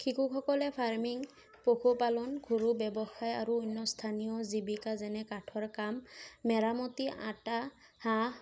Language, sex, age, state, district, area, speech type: Assamese, female, 18-30, Assam, Sonitpur, rural, spontaneous